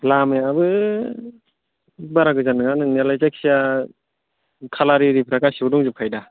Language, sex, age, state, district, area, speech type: Bodo, male, 18-30, Assam, Chirang, rural, conversation